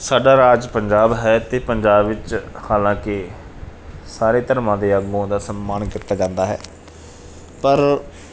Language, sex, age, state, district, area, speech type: Punjabi, male, 45-60, Punjab, Bathinda, urban, spontaneous